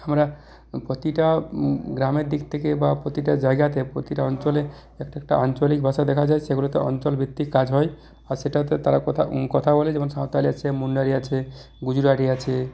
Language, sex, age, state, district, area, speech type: Bengali, male, 45-60, West Bengal, Purulia, rural, spontaneous